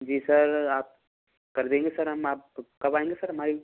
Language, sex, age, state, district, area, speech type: Hindi, male, 18-30, Rajasthan, Bharatpur, rural, conversation